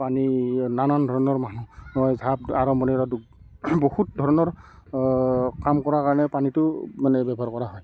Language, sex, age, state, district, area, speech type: Assamese, male, 30-45, Assam, Barpeta, rural, spontaneous